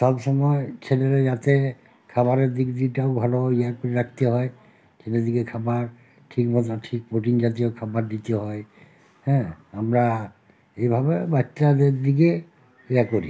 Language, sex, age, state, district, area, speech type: Bengali, male, 45-60, West Bengal, Uttar Dinajpur, rural, spontaneous